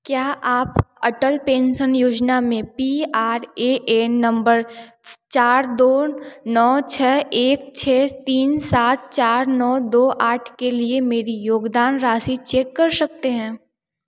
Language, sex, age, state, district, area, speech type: Hindi, female, 18-30, Uttar Pradesh, Varanasi, urban, read